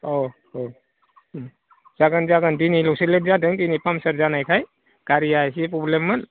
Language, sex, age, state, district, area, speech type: Bodo, male, 45-60, Assam, Udalguri, rural, conversation